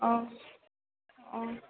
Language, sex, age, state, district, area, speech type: Assamese, female, 18-30, Assam, Nalbari, rural, conversation